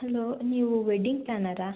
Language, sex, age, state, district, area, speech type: Kannada, female, 18-30, Karnataka, Mandya, rural, conversation